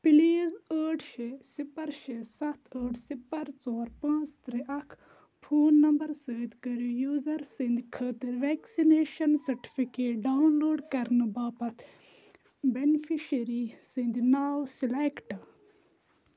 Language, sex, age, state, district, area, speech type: Kashmiri, female, 18-30, Jammu and Kashmir, Kupwara, rural, read